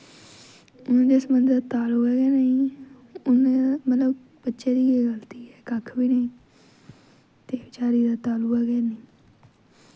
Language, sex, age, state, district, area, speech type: Dogri, female, 18-30, Jammu and Kashmir, Jammu, rural, spontaneous